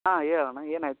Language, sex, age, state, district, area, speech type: Kannada, male, 30-45, Karnataka, Raichur, rural, conversation